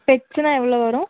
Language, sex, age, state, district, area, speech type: Tamil, female, 18-30, Tamil Nadu, Madurai, urban, conversation